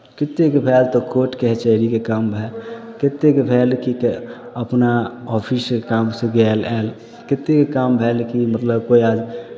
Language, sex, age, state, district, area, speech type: Maithili, male, 18-30, Bihar, Samastipur, urban, spontaneous